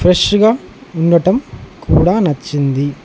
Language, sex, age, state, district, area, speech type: Telugu, male, 18-30, Andhra Pradesh, Nandyal, urban, spontaneous